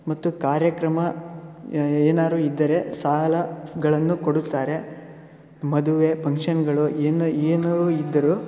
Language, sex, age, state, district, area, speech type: Kannada, male, 18-30, Karnataka, Shimoga, rural, spontaneous